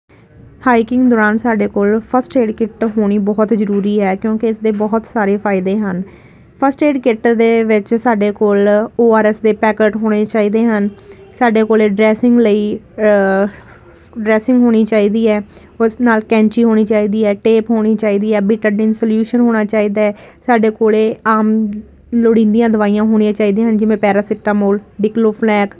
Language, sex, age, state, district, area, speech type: Punjabi, female, 30-45, Punjab, Ludhiana, urban, spontaneous